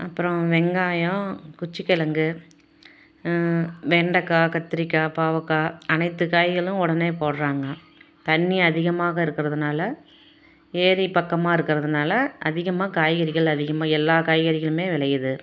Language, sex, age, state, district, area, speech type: Tamil, female, 30-45, Tamil Nadu, Salem, rural, spontaneous